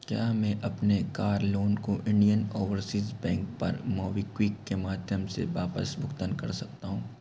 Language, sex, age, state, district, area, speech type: Hindi, male, 18-30, Madhya Pradesh, Bhopal, urban, read